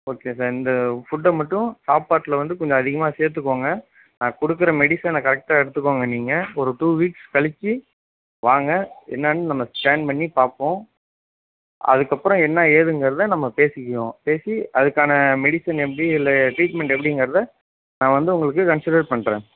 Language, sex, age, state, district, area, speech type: Tamil, male, 45-60, Tamil Nadu, Ariyalur, rural, conversation